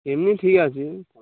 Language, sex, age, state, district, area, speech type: Bengali, male, 18-30, West Bengal, Dakshin Dinajpur, urban, conversation